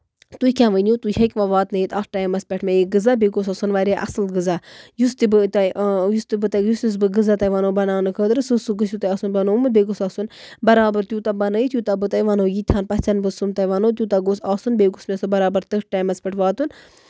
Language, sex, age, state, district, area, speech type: Kashmiri, female, 30-45, Jammu and Kashmir, Baramulla, rural, spontaneous